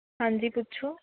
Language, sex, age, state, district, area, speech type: Punjabi, female, 18-30, Punjab, Mohali, rural, conversation